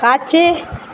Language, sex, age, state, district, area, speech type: Tamil, female, 30-45, Tamil Nadu, Tiruvannamalai, rural, read